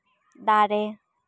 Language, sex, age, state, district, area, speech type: Santali, female, 18-30, West Bengal, Paschim Bardhaman, rural, read